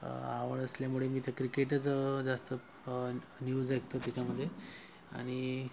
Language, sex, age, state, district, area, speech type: Marathi, male, 30-45, Maharashtra, Nagpur, urban, spontaneous